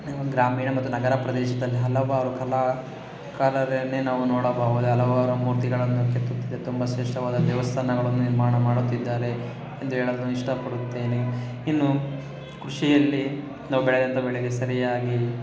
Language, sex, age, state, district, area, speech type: Kannada, male, 60+, Karnataka, Kolar, rural, spontaneous